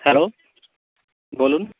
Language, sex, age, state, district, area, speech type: Bengali, male, 45-60, West Bengal, Jhargram, rural, conversation